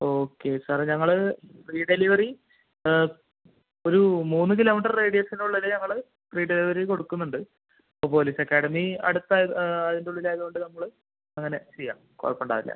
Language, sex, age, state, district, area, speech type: Malayalam, male, 18-30, Kerala, Thrissur, urban, conversation